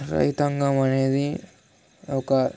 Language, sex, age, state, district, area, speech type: Telugu, male, 18-30, Telangana, Nirmal, urban, spontaneous